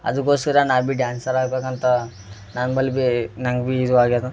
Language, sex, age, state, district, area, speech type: Kannada, male, 18-30, Karnataka, Gulbarga, urban, spontaneous